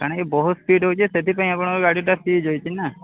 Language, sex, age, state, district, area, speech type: Odia, male, 30-45, Odisha, Balangir, urban, conversation